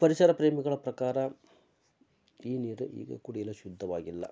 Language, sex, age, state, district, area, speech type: Kannada, male, 45-60, Karnataka, Koppal, rural, spontaneous